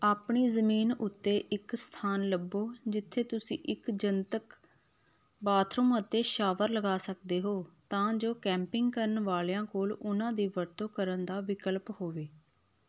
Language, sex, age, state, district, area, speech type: Punjabi, female, 30-45, Punjab, Hoshiarpur, rural, read